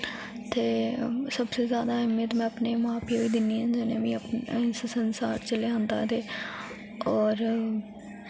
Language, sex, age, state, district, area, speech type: Dogri, female, 18-30, Jammu and Kashmir, Jammu, rural, spontaneous